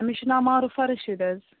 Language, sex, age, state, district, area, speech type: Kashmiri, female, 18-30, Jammu and Kashmir, Bandipora, rural, conversation